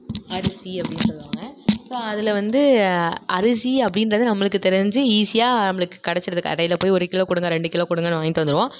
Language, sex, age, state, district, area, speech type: Tamil, female, 18-30, Tamil Nadu, Nagapattinam, rural, spontaneous